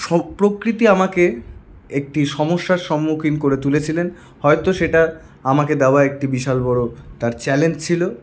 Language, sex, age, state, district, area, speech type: Bengali, male, 18-30, West Bengal, Paschim Bardhaman, urban, spontaneous